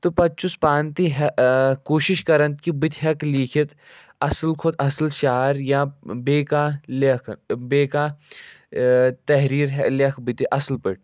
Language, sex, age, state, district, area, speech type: Kashmiri, male, 45-60, Jammu and Kashmir, Budgam, rural, spontaneous